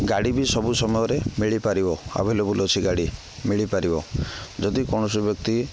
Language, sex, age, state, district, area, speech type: Odia, male, 30-45, Odisha, Jagatsinghpur, rural, spontaneous